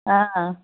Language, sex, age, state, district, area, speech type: Tamil, female, 60+, Tamil Nadu, Kallakurichi, urban, conversation